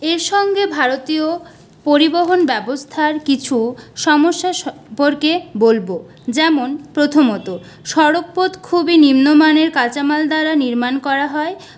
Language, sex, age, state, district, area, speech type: Bengali, female, 18-30, West Bengal, Purulia, urban, spontaneous